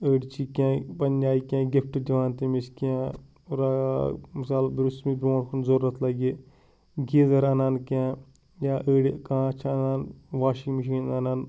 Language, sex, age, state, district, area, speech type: Kashmiri, male, 30-45, Jammu and Kashmir, Pulwama, urban, spontaneous